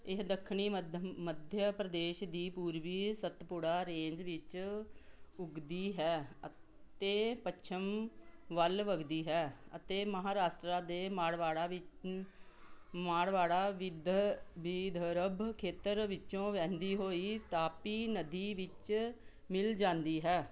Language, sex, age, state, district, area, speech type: Punjabi, female, 45-60, Punjab, Pathankot, rural, read